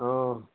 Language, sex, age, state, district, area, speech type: Assamese, male, 60+, Assam, Majuli, urban, conversation